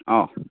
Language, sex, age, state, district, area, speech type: Assamese, male, 18-30, Assam, Barpeta, rural, conversation